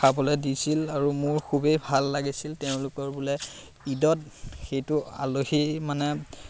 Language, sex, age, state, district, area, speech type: Assamese, male, 18-30, Assam, Majuli, urban, spontaneous